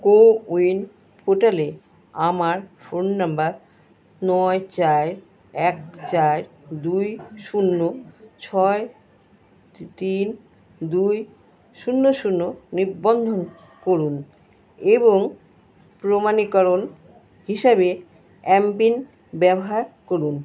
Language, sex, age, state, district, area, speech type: Bengali, female, 45-60, West Bengal, Alipurduar, rural, read